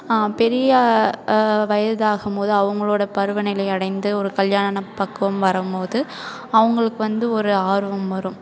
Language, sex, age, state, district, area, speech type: Tamil, female, 18-30, Tamil Nadu, Perambalur, rural, spontaneous